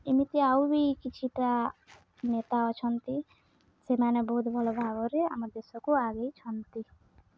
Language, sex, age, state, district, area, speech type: Odia, female, 18-30, Odisha, Balangir, urban, spontaneous